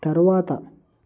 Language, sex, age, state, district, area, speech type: Telugu, male, 18-30, Telangana, Mancherial, rural, read